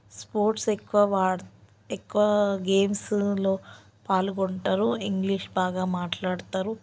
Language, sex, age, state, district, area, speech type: Telugu, female, 30-45, Telangana, Ranga Reddy, rural, spontaneous